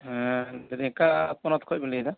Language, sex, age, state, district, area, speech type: Santali, male, 18-30, West Bengal, Bankura, rural, conversation